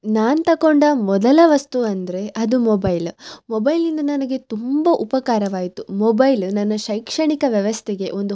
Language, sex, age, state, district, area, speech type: Kannada, female, 18-30, Karnataka, Udupi, rural, spontaneous